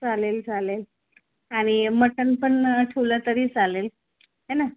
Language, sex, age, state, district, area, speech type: Marathi, female, 45-60, Maharashtra, Nagpur, urban, conversation